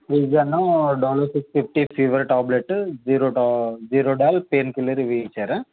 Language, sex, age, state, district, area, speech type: Telugu, male, 30-45, Telangana, Peddapalli, rural, conversation